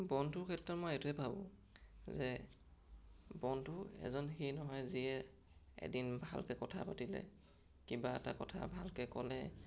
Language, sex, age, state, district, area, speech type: Assamese, male, 18-30, Assam, Sonitpur, rural, spontaneous